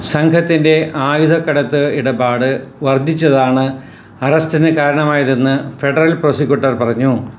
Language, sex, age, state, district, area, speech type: Malayalam, male, 60+, Kerala, Ernakulam, rural, read